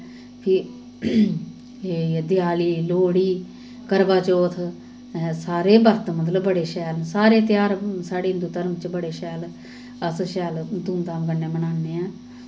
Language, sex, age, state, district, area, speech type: Dogri, female, 30-45, Jammu and Kashmir, Samba, rural, spontaneous